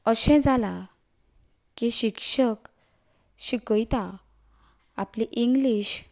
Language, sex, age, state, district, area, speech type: Goan Konkani, female, 30-45, Goa, Canacona, rural, spontaneous